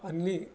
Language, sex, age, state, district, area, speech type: Telugu, male, 60+, Andhra Pradesh, Guntur, urban, spontaneous